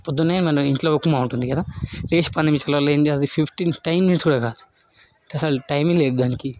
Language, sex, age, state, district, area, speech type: Telugu, male, 18-30, Telangana, Hyderabad, urban, spontaneous